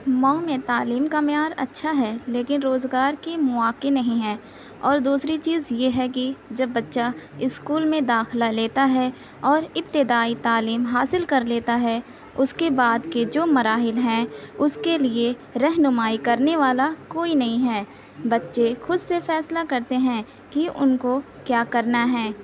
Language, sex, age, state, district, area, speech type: Urdu, male, 18-30, Uttar Pradesh, Mau, urban, spontaneous